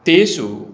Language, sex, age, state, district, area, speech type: Sanskrit, male, 45-60, West Bengal, Hooghly, rural, spontaneous